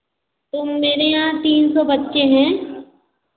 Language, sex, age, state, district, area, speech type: Hindi, female, 18-30, Uttar Pradesh, Azamgarh, urban, conversation